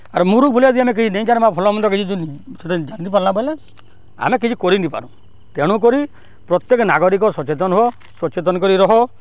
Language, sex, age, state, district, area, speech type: Odia, male, 60+, Odisha, Balangir, urban, spontaneous